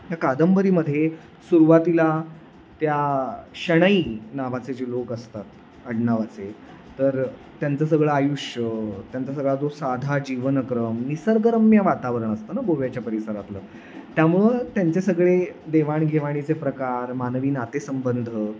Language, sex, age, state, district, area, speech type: Marathi, male, 30-45, Maharashtra, Sangli, urban, spontaneous